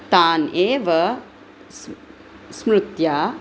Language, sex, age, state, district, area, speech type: Sanskrit, female, 45-60, Karnataka, Chikkaballapur, urban, spontaneous